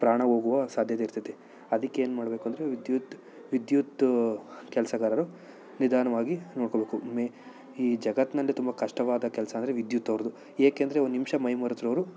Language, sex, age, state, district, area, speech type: Kannada, male, 30-45, Karnataka, Chikkaballapur, urban, spontaneous